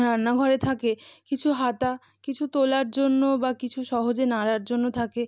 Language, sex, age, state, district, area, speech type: Bengali, female, 18-30, West Bengal, North 24 Parganas, urban, spontaneous